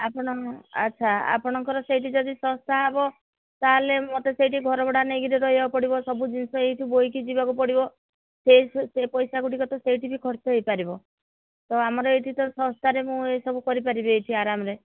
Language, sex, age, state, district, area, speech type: Odia, female, 60+, Odisha, Sundergarh, rural, conversation